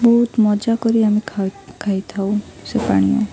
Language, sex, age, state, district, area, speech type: Odia, female, 18-30, Odisha, Malkangiri, urban, spontaneous